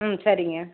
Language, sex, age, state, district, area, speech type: Tamil, female, 60+, Tamil Nadu, Krishnagiri, rural, conversation